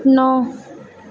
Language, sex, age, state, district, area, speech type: Hindi, female, 18-30, Madhya Pradesh, Harda, urban, read